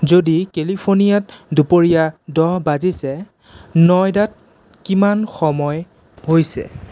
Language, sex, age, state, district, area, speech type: Assamese, male, 18-30, Assam, Sonitpur, rural, read